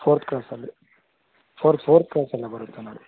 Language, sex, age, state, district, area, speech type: Kannada, male, 18-30, Karnataka, Tumkur, urban, conversation